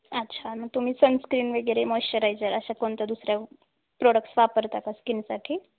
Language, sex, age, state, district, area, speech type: Marathi, female, 18-30, Maharashtra, Osmanabad, rural, conversation